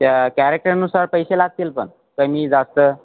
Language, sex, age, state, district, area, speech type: Marathi, male, 18-30, Maharashtra, Hingoli, urban, conversation